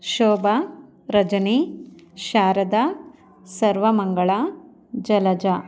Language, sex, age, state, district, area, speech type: Kannada, female, 30-45, Karnataka, Chikkaballapur, rural, spontaneous